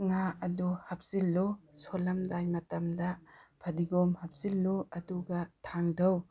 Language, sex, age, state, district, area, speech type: Manipuri, female, 30-45, Manipur, Tengnoupal, rural, spontaneous